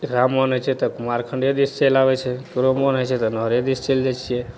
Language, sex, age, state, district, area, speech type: Maithili, male, 45-60, Bihar, Madhepura, rural, spontaneous